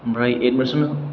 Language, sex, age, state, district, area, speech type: Bodo, male, 18-30, Assam, Chirang, urban, spontaneous